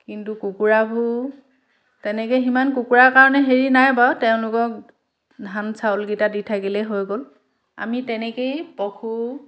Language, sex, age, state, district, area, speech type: Assamese, female, 30-45, Assam, Dhemaji, urban, spontaneous